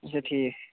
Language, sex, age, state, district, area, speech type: Kashmiri, male, 18-30, Jammu and Kashmir, Kulgam, rural, conversation